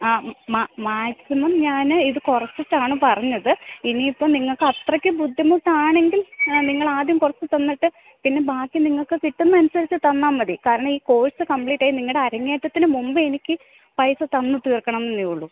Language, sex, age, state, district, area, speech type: Malayalam, female, 30-45, Kerala, Idukki, rural, conversation